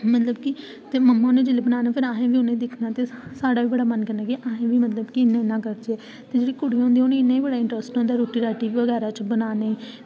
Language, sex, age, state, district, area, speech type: Dogri, female, 18-30, Jammu and Kashmir, Samba, rural, spontaneous